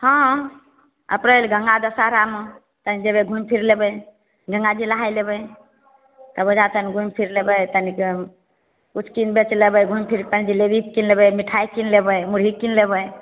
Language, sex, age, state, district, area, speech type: Maithili, female, 30-45, Bihar, Begusarai, rural, conversation